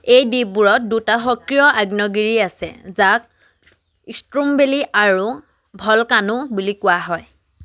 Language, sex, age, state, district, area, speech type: Assamese, female, 18-30, Assam, Charaideo, rural, read